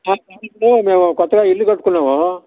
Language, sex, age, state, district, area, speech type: Telugu, male, 60+, Andhra Pradesh, Sri Balaji, urban, conversation